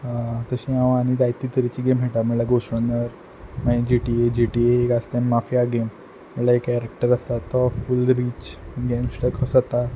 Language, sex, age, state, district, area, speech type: Goan Konkani, male, 18-30, Goa, Quepem, rural, spontaneous